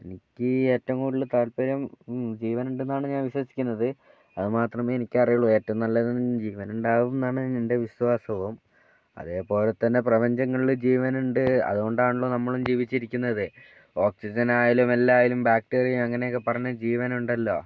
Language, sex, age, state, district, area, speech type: Malayalam, male, 30-45, Kerala, Wayanad, rural, spontaneous